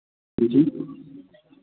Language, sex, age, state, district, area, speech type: Hindi, male, 18-30, Bihar, Vaishali, rural, conversation